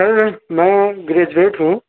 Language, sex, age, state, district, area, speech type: Urdu, male, 30-45, Uttar Pradesh, Lucknow, urban, conversation